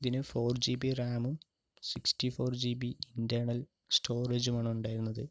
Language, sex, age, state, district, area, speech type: Malayalam, male, 30-45, Kerala, Palakkad, rural, spontaneous